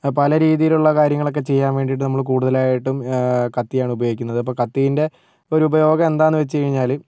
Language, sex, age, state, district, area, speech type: Malayalam, male, 30-45, Kerala, Kozhikode, urban, spontaneous